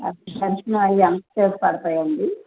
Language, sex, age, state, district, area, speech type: Telugu, female, 45-60, Andhra Pradesh, N T Rama Rao, urban, conversation